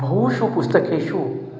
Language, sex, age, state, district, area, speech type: Sanskrit, male, 30-45, Telangana, Ranga Reddy, urban, spontaneous